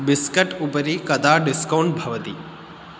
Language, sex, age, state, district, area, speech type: Sanskrit, male, 18-30, Kerala, Kottayam, urban, read